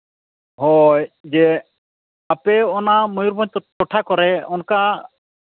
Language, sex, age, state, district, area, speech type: Santali, male, 45-60, Odisha, Mayurbhanj, rural, conversation